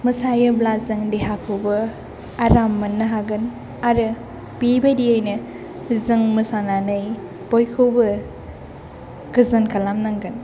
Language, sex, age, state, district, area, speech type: Bodo, female, 18-30, Assam, Chirang, urban, spontaneous